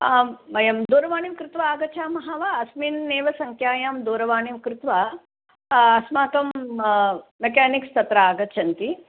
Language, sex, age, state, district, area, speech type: Sanskrit, female, 60+, Kerala, Palakkad, urban, conversation